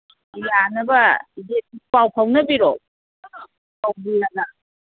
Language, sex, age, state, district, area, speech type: Manipuri, female, 45-60, Manipur, Kangpokpi, urban, conversation